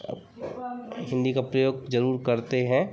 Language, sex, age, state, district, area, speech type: Hindi, male, 30-45, Madhya Pradesh, Hoshangabad, urban, spontaneous